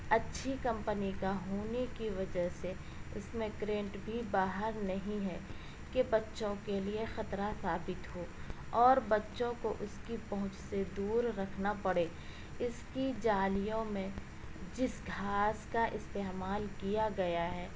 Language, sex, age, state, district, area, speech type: Urdu, female, 18-30, Delhi, South Delhi, urban, spontaneous